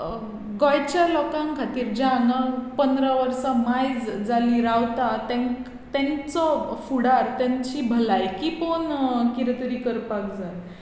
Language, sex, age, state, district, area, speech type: Goan Konkani, female, 18-30, Goa, Tiswadi, rural, spontaneous